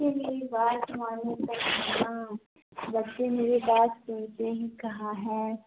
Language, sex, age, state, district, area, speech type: Hindi, female, 30-45, Uttar Pradesh, Sonbhadra, rural, conversation